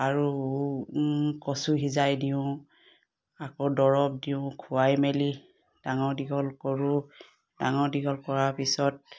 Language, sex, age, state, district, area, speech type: Assamese, female, 45-60, Assam, Dibrugarh, rural, spontaneous